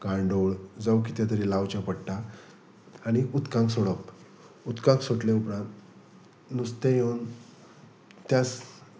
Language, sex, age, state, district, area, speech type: Goan Konkani, male, 30-45, Goa, Salcete, rural, spontaneous